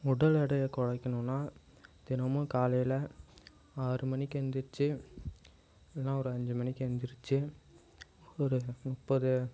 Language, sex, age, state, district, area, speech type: Tamil, male, 18-30, Tamil Nadu, Namakkal, rural, spontaneous